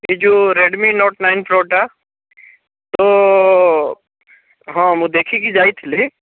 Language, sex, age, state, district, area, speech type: Odia, male, 45-60, Odisha, Bhadrak, rural, conversation